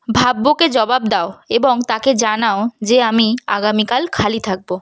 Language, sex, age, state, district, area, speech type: Bengali, female, 18-30, West Bengal, South 24 Parganas, rural, read